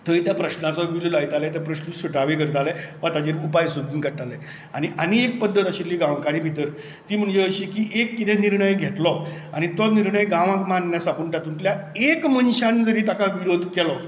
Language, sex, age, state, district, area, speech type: Goan Konkani, male, 60+, Goa, Canacona, rural, spontaneous